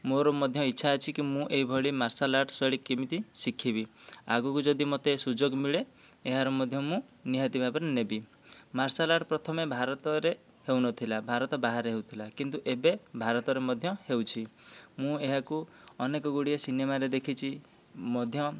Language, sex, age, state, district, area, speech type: Odia, male, 30-45, Odisha, Dhenkanal, rural, spontaneous